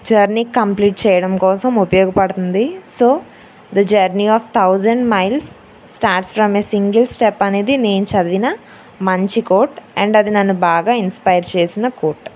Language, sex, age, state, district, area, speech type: Telugu, female, 18-30, Andhra Pradesh, Anakapalli, rural, spontaneous